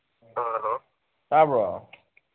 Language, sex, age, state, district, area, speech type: Manipuri, male, 30-45, Manipur, Thoubal, rural, conversation